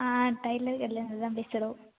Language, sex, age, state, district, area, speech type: Tamil, female, 18-30, Tamil Nadu, Thanjavur, rural, conversation